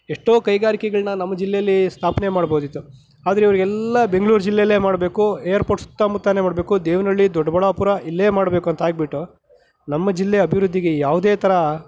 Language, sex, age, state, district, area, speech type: Kannada, male, 30-45, Karnataka, Chikkaballapur, rural, spontaneous